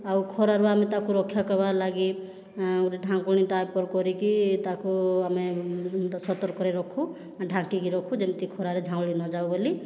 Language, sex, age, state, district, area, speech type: Odia, female, 18-30, Odisha, Boudh, rural, spontaneous